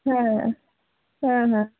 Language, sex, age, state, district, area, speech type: Bengali, female, 30-45, West Bengal, Bankura, urban, conversation